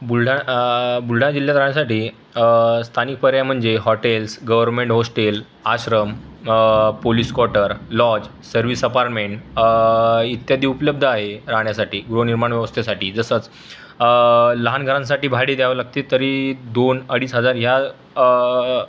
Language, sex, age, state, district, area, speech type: Marathi, male, 30-45, Maharashtra, Buldhana, urban, spontaneous